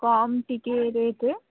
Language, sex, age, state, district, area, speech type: Odia, female, 45-60, Odisha, Sundergarh, rural, conversation